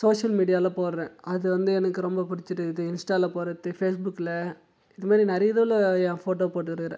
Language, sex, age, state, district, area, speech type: Tamil, male, 18-30, Tamil Nadu, Tiruvannamalai, rural, spontaneous